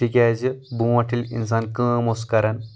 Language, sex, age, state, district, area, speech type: Kashmiri, male, 18-30, Jammu and Kashmir, Anantnag, urban, spontaneous